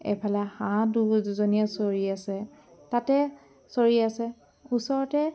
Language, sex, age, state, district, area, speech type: Assamese, female, 30-45, Assam, Sivasagar, rural, spontaneous